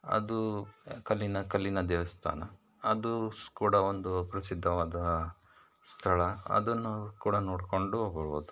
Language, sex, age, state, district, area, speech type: Kannada, male, 45-60, Karnataka, Shimoga, rural, spontaneous